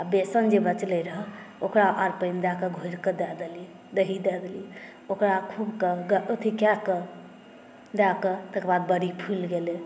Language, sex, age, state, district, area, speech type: Maithili, female, 18-30, Bihar, Saharsa, urban, spontaneous